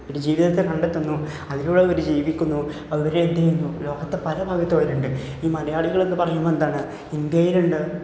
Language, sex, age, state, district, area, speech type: Malayalam, male, 18-30, Kerala, Malappuram, rural, spontaneous